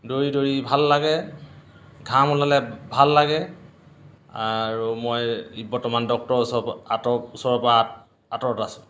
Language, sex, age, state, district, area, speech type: Assamese, male, 45-60, Assam, Dhemaji, rural, spontaneous